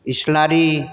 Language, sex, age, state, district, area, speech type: Bodo, female, 60+, Assam, Chirang, rural, spontaneous